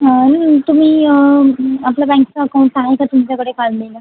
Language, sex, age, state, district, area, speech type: Marathi, female, 18-30, Maharashtra, Washim, urban, conversation